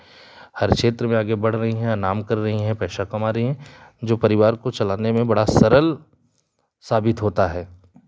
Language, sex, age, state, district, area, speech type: Hindi, male, 30-45, Uttar Pradesh, Jaunpur, rural, spontaneous